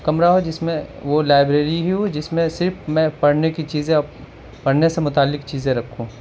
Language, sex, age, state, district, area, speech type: Urdu, male, 30-45, Delhi, South Delhi, urban, spontaneous